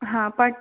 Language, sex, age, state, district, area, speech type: Marathi, female, 18-30, Maharashtra, Kolhapur, urban, conversation